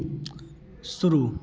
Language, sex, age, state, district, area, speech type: Hindi, male, 18-30, Bihar, Begusarai, urban, read